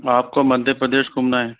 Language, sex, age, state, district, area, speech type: Hindi, male, 45-60, Rajasthan, Jaipur, urban, conversation